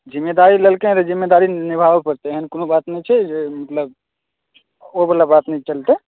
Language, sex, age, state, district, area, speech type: Maithili, male, 18-30, Bihar, Supaul, urban, conversation